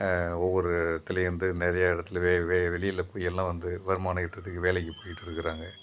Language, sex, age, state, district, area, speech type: Tamil, male, 60+, Tamil Nadu, Thanjavur, rural, spontaneous